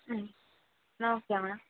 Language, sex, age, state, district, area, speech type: Tamil, female, 18-30, Tamil Nadu, Sivaganga, rural, conversation